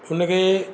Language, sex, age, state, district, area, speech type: Sindhi, male, 60+, Gujarat, Surat, urban, spontaneous